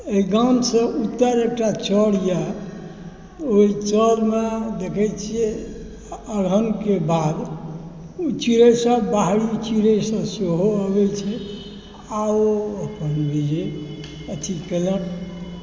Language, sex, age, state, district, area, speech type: Maithili, male, 60+, Bihar, Supaul, rural, spontaneous